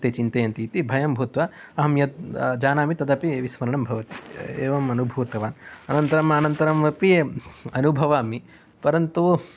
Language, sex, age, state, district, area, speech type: Sanskrit, male, 18-30, Karnataka, Mysore, urban, spontaneous